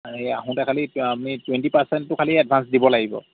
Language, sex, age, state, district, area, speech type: Assamese, male, 30-45, Assam, Jorhat, urban, conversation